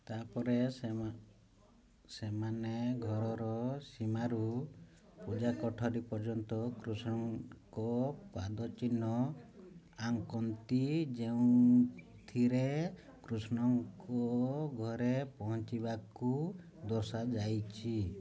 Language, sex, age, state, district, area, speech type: Odia, male, 30-45, Odisha, Mayurbhanj, rural, read